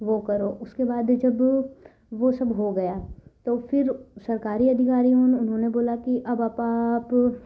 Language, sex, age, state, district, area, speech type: Hindi, female, 18-30, Madhya Pradesh, Ujjain, rural, spontaneous